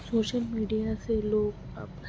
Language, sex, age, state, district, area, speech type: Urdu, female, 18-30, Delhi, Central Delhi, urban, spontaneous